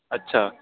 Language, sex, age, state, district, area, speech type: Sindhi, male, 18-30, Delhi, South Delhi, urban, conversation